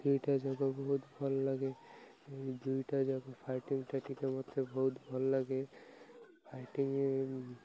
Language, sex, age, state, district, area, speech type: Odia, male, 18-30, Odisha, Malkangiri, urban, spontaneous